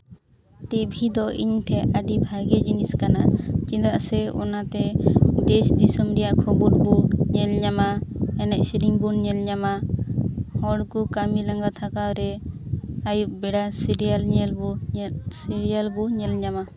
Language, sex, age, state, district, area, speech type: Santali, female, 18-30, West Bengal, Purba Bardhaman, rural, spontaneous